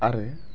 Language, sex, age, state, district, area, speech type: Bodo, male, 18-30, Assam, Chirang, rural, spontaneous